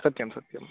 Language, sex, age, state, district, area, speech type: Sanskrit, male, 18-30, Karnataka, Chikkamagaluru, urban, conversation